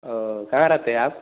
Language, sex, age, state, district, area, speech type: Hindi, male, 18-30, Bihar, Vaishali, rural, conversation